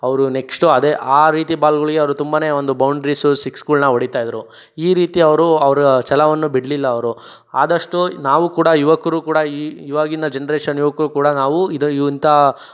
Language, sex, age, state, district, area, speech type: Kannada, male, 18-30, Karnataka, Chikkaballapur, rural, spontaneous